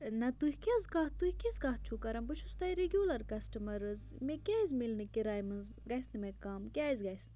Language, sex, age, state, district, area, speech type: Kashmiri, female, 45-60, Jammu and Kashmir, Bandipora, rural, spontaneous